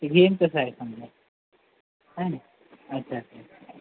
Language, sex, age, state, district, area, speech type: Marathi, male, 45-60, Maharashtra, Nanded, rural, conversation